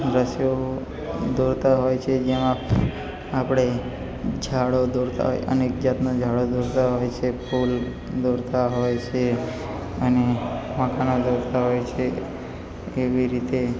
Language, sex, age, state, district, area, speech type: Gujarati, male, 30-45, Gujarat, Narmada, rural, spontaneous